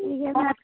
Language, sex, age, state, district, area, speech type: Dogri, female, 60+, Jammu and Kashmir, Kathua, rural, conversation